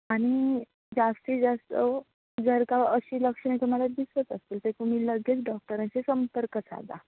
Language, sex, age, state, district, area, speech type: Marathi, female, 18-30, Maharashtra, Sindhudurg, rural, conversation